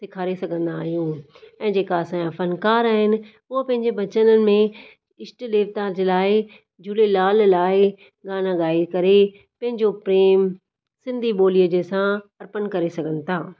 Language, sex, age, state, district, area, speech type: Sindhi, female, 30-45, Maharashtra, Thane, urban, spontaneous